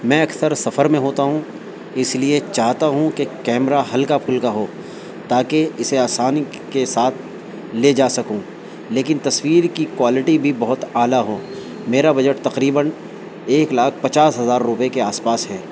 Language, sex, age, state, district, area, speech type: Urdu, male, 45-60, Delhi, North East Delhi, urban, spontaneous